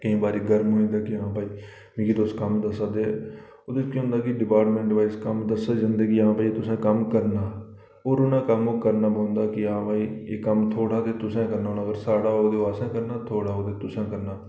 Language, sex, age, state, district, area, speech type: Dogri, male, 30-45, Jammu and Kashmir, Reasi, rural, spontaneous